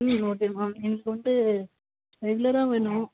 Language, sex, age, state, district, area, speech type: Tamil, female, 30-45, Tamil Nadu, Mayiladuthurai, rural, conversation